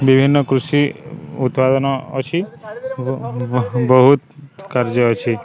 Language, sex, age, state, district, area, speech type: Odia, male, 30-45, Odisha, Balangir, urban, spontaneous